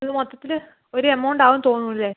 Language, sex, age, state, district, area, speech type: Malayalam, female, 45-60, Kerala, Palakkad, rural, conversation